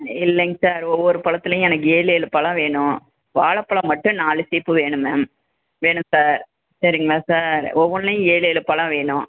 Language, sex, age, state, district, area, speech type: Tamil, female, 60+, Tamil Nadu, Perambalur, rural, conversation